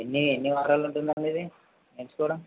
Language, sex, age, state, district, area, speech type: Telugu, male, 18-30, Telangana, Mulugu, rural, conversation